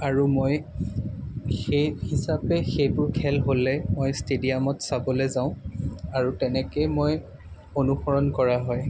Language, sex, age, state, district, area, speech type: Assamese, male, 18-30, Assam, Jorhat, urban, spontaneous